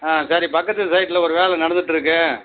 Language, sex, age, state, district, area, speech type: Tamil, male, 45-60, Tamil Nadu, Viluppuram, rural, conversation